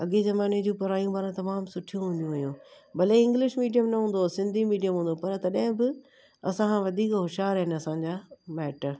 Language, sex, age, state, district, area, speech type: Sindhi, female, 45-60, Gujarat, Kutch, urban, spontaneous